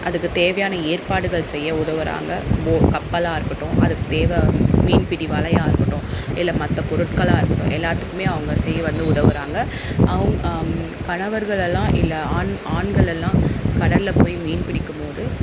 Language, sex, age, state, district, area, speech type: Tamil, female, 30-45, Tamil Nadu, Vellore, urban, spontaneous